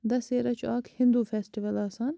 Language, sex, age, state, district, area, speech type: Kashmiri, female, 45-60, Jammu and Kashmir, Bandipora, rural, spontaneous